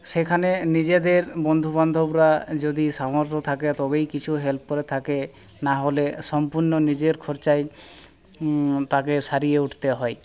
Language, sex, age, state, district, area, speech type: Bengali, male, 45-60, West Bengal, Jhargram, rural, spontaneous